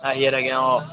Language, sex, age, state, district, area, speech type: Assamese, male, 18-30, Assam, Dibrugarh, urban, conversation